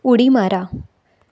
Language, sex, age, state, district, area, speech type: Marathi, female, 18-30, Maharashtra, Raigad, rural, read